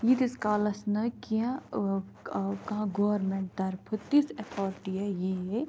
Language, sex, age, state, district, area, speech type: Kashmiri, female, 18-30, Jammu and Kashmir, Ganderbal, urban, spontaneous